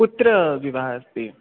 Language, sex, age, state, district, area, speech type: Sanskrit, male, 18-30, Odisha, Khordha, rural, conversation